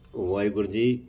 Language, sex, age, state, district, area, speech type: Punjabi, male, 60+, Punjab, Amritsar, urban, spontaneous